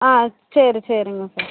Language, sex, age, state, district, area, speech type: Tamil, female, 18-30, Tamil Nadu, Thoothukudi, rural, conversation